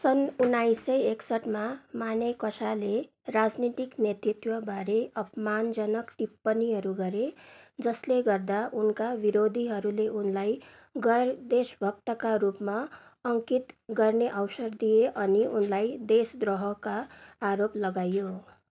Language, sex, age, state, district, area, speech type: Nepali, female, 30-45, West Bengal, Darjeeling, rural, read